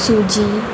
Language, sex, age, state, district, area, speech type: Goan Konkani, female, 18-30, Goa, Murmgao, urban, spontaneous